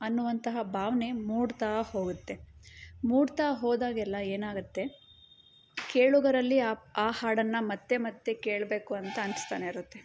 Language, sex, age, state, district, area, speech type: Kannada, female, 18-30, Karnataka, Chitradurga, urban, spontaneous